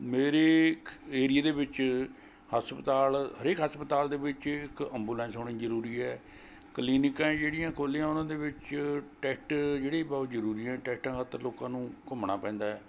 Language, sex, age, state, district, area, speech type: Punjabi, male, 60+, Punjab, Mohali, urban, spontaneous